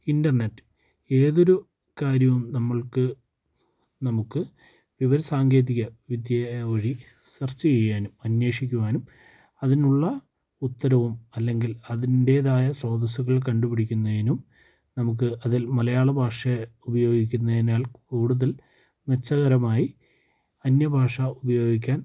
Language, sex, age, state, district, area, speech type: Malayalam, male, 18-30, Kerala, Wayanad, rural, spontaneous